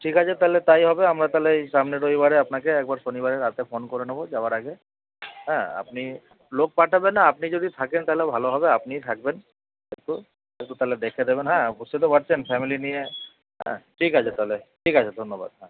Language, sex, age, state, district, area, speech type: Bengali, male, 30-45, West Bengal, Purba Bardhaman, urban, conversation